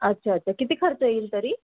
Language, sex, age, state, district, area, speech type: Marathi, female, 30-45, Maharashtra, Thane, urban, conversation